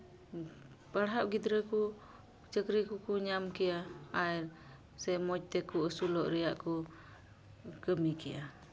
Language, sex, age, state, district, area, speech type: Santali, female, 30-45, West Bengal, Malda, rural, spontaneous